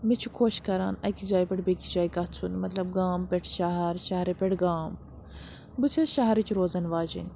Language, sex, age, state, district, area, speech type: Kashmiri, female, 60+, Jammu and Kashmir, Srinagar, urban, spontaneous